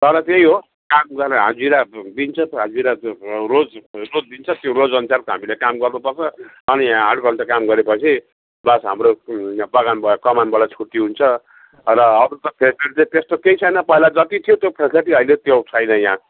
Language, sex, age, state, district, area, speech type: Nepali, male, 60+, West Bengal, Jalpaiguri, urban, conversation